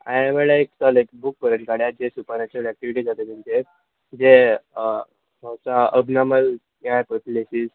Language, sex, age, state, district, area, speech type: Goan Konkani, male, 18-30, Goa, Murmgao, rural, conversation